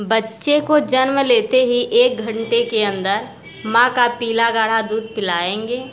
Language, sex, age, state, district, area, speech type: Hindi, female, 30-45, Uttar Pradesh, Mirzapur, rural, spontaneous